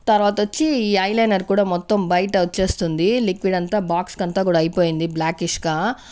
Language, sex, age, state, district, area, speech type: Telugu, female, 45-60, Andhra Pradesh, Sri Balaji, rural, spontaneous